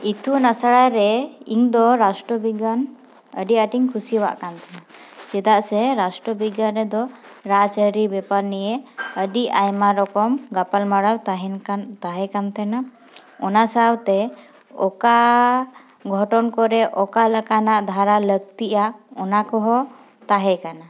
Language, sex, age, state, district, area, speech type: Santali, female, 18-30, West Bengal, Paschim Bardhaman, rural, spontaneous